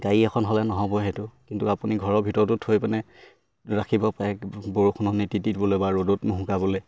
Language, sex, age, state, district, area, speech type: Assamese, male, 18-30, Assam, Sivasagar, rural, spontaneous